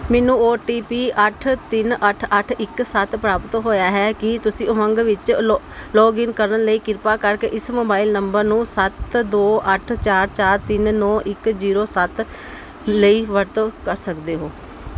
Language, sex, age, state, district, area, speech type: Punjabi, female, 30-45, Punjab, Pathankot, urban, read